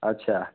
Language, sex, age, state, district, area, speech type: Hindi, male, 30-45, Bihar, Vaishali, urban, conversation